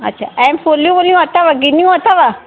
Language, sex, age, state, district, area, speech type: Sindhi, female, 45-60, Maharashtra, Mumbai Suburban, urban, conversation